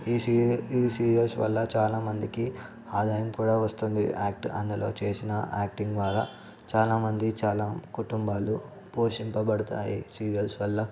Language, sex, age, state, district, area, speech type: Telugu, male, 18-30, Telangana, Ranga Reddy, urban, spontaneous